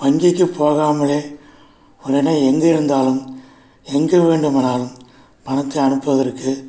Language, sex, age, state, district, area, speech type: Tamil, male, 60+, Tamil Nadu, Viluppuram, urban, spontaneous